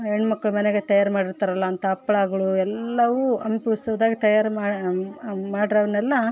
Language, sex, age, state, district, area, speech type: Kannada, female, 30-45, Karnataka, Vijayanagara, rural, spontaneous